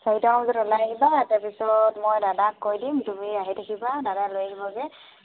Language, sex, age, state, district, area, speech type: Assamese, female, 30-45, Assam, Tinsukia, urban, conversation